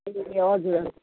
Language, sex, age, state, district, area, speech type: Nepali, female, 60+, West Bengal, Kalimpong, rural, conversation